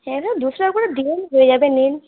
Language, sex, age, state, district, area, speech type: Bengali, female, 45-60, West Bengal, Purba Bardhaman, rural, conversation